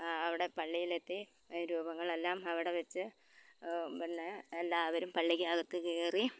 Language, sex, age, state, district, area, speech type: Malayalam, female, 60+, Kerala, Malappuram, rural, spontaneous